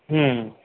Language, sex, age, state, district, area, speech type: Punjabi, male, 30-45, Punjab, Gurdaspur, urban, conversation